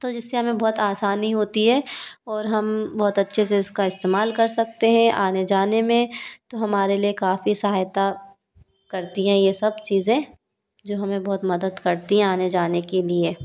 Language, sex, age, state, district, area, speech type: Hindi, female, 45-60, Madhya Pradesh, Bhopal, urban, spontaneous